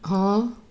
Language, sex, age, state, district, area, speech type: Odia, female, 60+, Odisha, Cuttack, urban, read